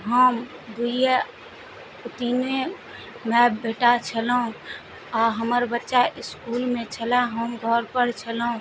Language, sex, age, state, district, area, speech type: Maithili, female, 30-45, Bihar, Madhubani, rural, spontaneous